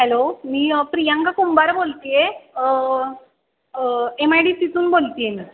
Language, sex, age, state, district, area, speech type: Marathi, female, 18-30, Maharashtra, Satara, urban, conversation